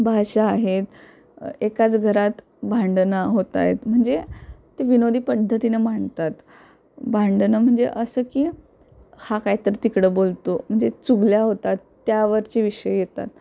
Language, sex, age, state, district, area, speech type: Marathi, female, 18-30, Maharashtra, Pune, urban, spontaneous